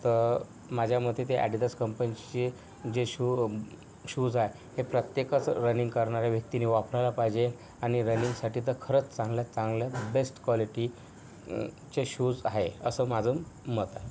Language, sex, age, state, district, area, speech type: Marathi, male, 18-30, Maharashtra, Yavatmal, rural, spontaneous